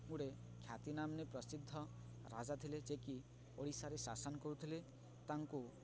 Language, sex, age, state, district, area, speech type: Odia, male, 18-30, Odisha, Balangir, urban, spontaneous